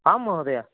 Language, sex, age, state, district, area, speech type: Sanskrit, male, 60+, Karnataka, Bangalore Urban, urban, conversation